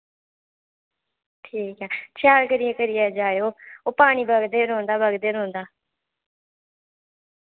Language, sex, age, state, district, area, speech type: Dogri, female, 18-30, Jammu and Kashmir, Samba, rural, conversation